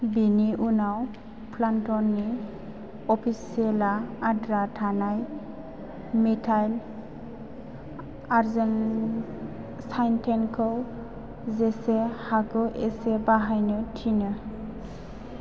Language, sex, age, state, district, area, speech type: Bodo, female, 18-30, Assam, Chirang, urban, read